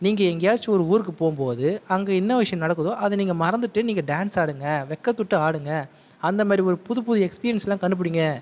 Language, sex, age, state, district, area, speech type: Tamil, male, 30-45, Tamil Nadu, Viluppuram, urban, spontaneous